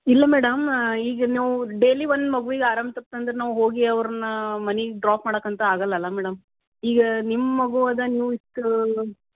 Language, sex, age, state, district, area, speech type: Kannada, female, 30-45, Karnataka, Gulbarga, urban, conversation